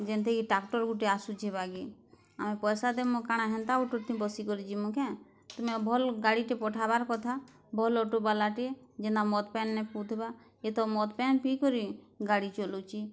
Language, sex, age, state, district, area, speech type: Odia, female, 30-45, Odisha, Bargarh, rural, spontaneous